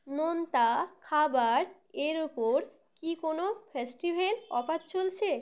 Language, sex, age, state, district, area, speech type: Bengali, female, 30-45, West Bengal, Uttar Dinajpur, urban, read